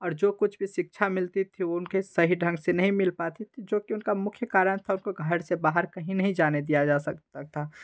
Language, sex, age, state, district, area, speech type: Hindi, male, 18-30, Bihar, Darbhanga, rural, spontaneous